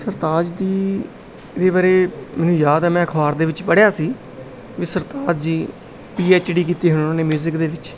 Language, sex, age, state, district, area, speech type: Punjabi, male, 30-45, Punjab, Bathinda, urban, spontaneous